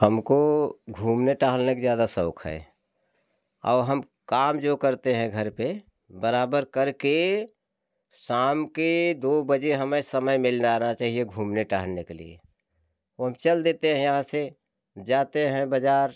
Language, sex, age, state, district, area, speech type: Hindi, male, 60+, Uttar Pradesh, Jaunpur, rural, spontaneous